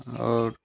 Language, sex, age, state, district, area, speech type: Hindi, male, 30-45, Bihar, Samastipur, urban, spontaneous